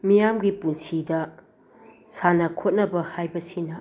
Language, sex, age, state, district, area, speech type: Manipuri, female, 60+, Manipur, Bishnupur, rural, spontaneous